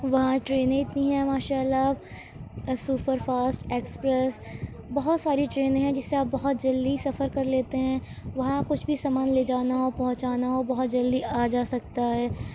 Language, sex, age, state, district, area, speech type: Urdu, female, 18-30, Uttar Pradesh, Shahjahanpur, urban, spontaneous